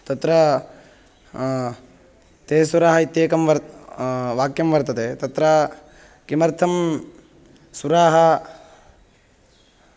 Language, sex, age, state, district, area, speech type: Sanskrit, male, 18-30, Karnataka, Bangalore Rural, urban, spontaneous